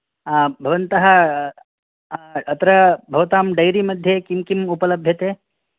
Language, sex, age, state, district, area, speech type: Sanskrit, male, 30-45, Karnataka, Dakshina Kannada, rural, conversation